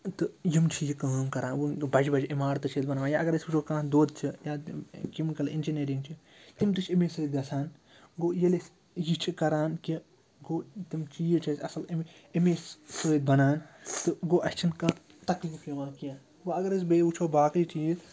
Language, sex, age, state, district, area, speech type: Kashmiri, male, 30-45, Jammu and Kashmir, Srinagar, urban, spontaneous